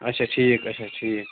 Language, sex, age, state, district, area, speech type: Kashmiri, male, 18-30, Jammu and Kashmir, Bandipora, rural, conversation